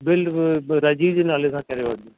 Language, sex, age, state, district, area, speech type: Sindhi, male, 60+, Delhi, South Delhi, urban, conversation